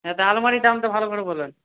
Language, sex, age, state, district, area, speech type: Bengali, male, 45-60, West Bengal, Purba Bardhaman, urban, conversation